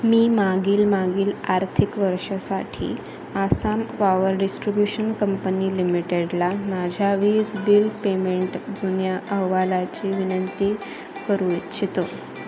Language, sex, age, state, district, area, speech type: Marathi, female, 18-30, Maharashtra, Ratnagiri, urban, read